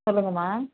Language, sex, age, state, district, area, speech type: Tamil, female, 60+, Tamil Nadu, Nagapattinam, rural, conversation